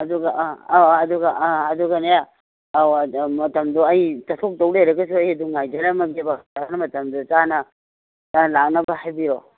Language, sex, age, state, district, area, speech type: Manipuri, female, 60+, Manipur, Imphal East, rural, conversation